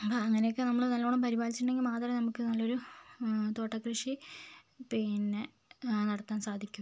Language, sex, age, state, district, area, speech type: Malayalam, other, 30-45, Kerala, Kozhikode, urban, spontaneous